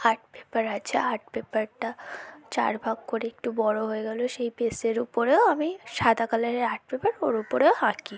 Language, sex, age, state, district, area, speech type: Bengali, female, 18-30, West Bengal, South 24 Parganas, rural, spontaneous